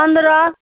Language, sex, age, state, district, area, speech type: Maithili, female, 30-45, Bihar, Saharsa, rural, conversation